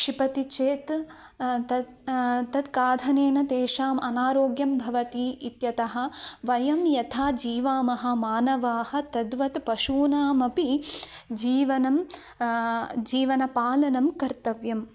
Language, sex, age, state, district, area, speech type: Sanskrit, female, 18-30, Karnataka, Chikkamagaluru, rural, spontaneous